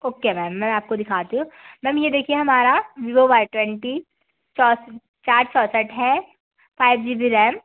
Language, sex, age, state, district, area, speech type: Hindi, female, 30-45, Madhya Pradesh, Balaghat, rural, conversation